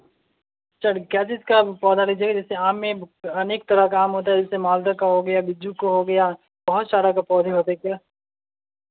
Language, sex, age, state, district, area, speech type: Hindi, male, 18-30, Bihar, Vaishali, urban, conversation